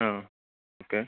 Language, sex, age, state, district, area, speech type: Kannada, male, 60+, Karnataka, Bangalore Rural, rural, conversation